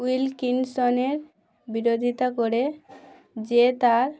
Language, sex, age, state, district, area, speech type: Bengali, female, 18-30, West Bengal, Dakshin Dinajpur, urban, read